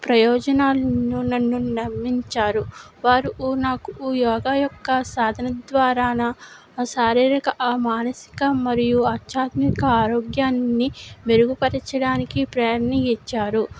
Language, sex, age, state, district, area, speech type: Telugu, female, 60+, Andhra Pradesh, Kakinada, rural, spontaneous